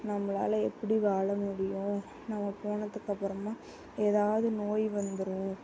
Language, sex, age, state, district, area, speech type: Tamil, female, 18-30, Tamil Nadu, Salem, rural, spontaneous